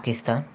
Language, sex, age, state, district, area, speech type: Telugu, male, 18-30, Andhra Pradesh, Eluru, urban, spontaneous